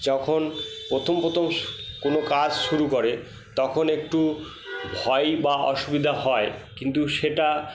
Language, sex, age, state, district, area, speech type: Bengali, male, 60+, West Bengal, Purba Bardhaman, rural, spontaneous